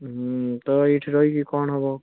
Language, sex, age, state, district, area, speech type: Odia, male, 18-30, Odisha, Bhadrak, rural, conversation